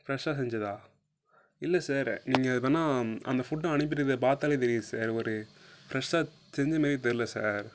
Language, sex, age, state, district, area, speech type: Tamil, male, 18-30, Tamil Nadu, Nagapattinam, urban, spontaneous